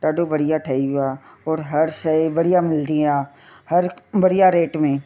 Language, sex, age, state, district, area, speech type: Sindhi, female, 45-60, Delhi, South Delhi, urban, spontaneous